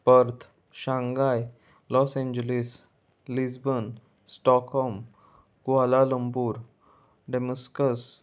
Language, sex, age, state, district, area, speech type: Goan Konkani, male, 18-30, Goa, Salcete, urban, spontaneous